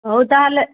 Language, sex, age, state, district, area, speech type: Odia, female, 60+, Odisha, Jharsuguda, rural, conversation